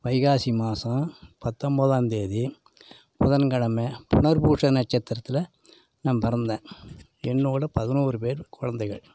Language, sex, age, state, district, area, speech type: Tamil, male, 60+, Tamil Nadu, Thanjavur, rural, spontaneous